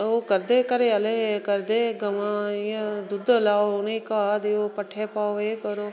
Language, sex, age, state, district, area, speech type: Dogri, female, 30-45, Jammu and Kashmir, Reasi, rural, spontaneous